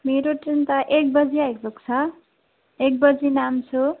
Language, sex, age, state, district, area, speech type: Nepali, female, 18-30, West Bengal, Darjeeling, rural, conversation